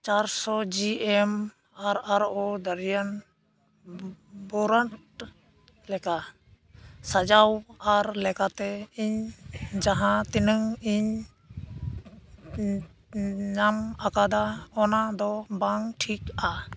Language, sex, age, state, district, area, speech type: Santali, male, 18-30, West Bengal, Uttar Dinajpur, rural, read